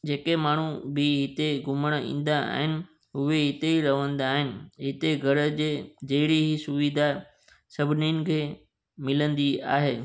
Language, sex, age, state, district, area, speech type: Sindhi, male, 30-45, Gujarat, Junagadh, rural, spontaneous